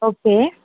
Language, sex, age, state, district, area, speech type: Telugu, female, 18-30, Andhra Pradesh, Vizianagaram, rural, conversation